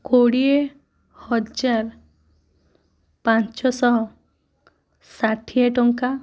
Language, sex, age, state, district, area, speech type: Odia, female, 18-30, Odisha, Kandhamal, rural, spontaneous